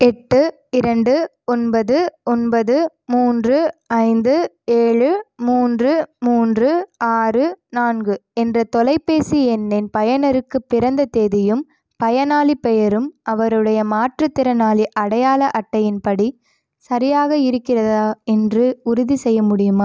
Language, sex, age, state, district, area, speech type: Tamil, female, 30-45, Tamil Nadu, Ariyalur, rural, read